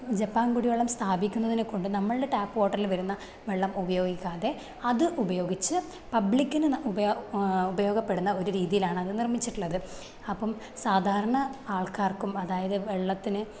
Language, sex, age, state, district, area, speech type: Malayalam, female, 18-30, Kerala, Thrissur, rural, spontaneous